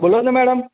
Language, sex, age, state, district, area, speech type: Gujarati, male, 30-45, Gujarat, Anand, urban, conversation